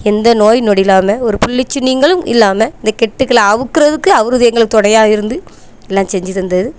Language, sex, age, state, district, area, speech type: Tamil, female, 30-45, Tamil Nadu, Thoothukudi, rural, spontaneous